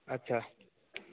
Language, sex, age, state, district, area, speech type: Maithili, male, 45-60, Bihar, Muzaffarpur, urban, conversation